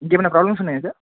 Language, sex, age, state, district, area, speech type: Telugu, male, 18-30, Telangana, Adilabad, urban, conversation